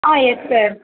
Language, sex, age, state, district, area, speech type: Tamil, female, 18-30, Tamil Nadu, Chennai, urban, conversation